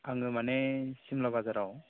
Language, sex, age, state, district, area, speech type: Bodo, male, 18-30, Assam, Baksa, rural, conversation